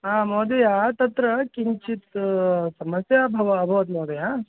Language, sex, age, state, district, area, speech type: Sanskrit, male, 30-45, Karnataka, Vijayapura, urban, conversation